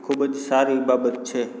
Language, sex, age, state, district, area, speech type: Gujarati, male, 18-30, Gujarat, Morbi, rural, spontaneous